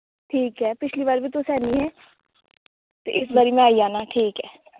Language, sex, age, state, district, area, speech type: Dogri, female, 18-30, Jammu and Kashmir, Kathua, rural, conversation